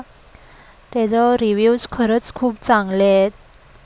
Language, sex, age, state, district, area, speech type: Marathi, female, 18-30, Maharashtra, Solapur, urban, spontaneous